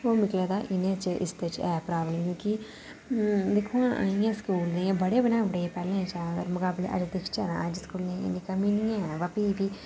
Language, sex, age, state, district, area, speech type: Dogri, female, 30-45, Jammu and Kashmir, Udhampur, urban, spontaneous